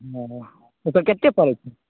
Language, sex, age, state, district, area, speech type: Maithili, male, 18-30, Bihar, Samastipur, rural, conversation